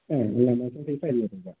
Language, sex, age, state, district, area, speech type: Malayalam, male, 18-30, Kerala, Wayanad, rural, conversation